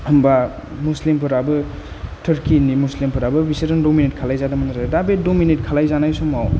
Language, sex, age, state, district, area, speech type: Bodo, male, 30-45, Assam, Kokrajhar, rural, spontaneous